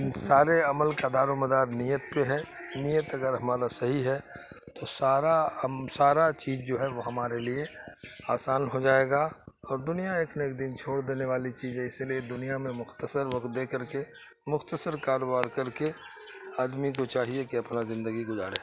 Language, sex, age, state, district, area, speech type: Urdu, male, 60+, Bihar, Khagaria, rural, spontaneous